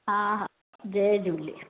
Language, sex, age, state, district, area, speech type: Sindhi, female, 30-45, Maharashtra, Thane, urban, conversation